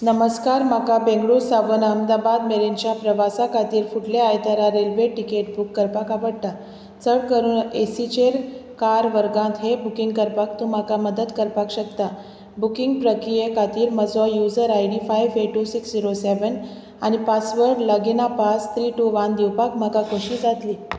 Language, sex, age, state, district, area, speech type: Goan Konkani, female, 30-45, Goa, Salcete, rural, read